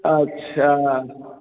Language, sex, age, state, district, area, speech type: Hindi, male, 45-60, Uttar Pradesh, Ayodhya, rural, conversation